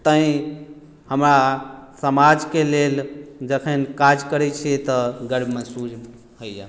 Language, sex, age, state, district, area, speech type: Maithili, male, 18-30, Bihar, Madhubani, rural, spontaneous